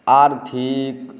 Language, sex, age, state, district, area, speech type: Maithili, male, 30-45, Bihar, Saharsa, urban, spontaneous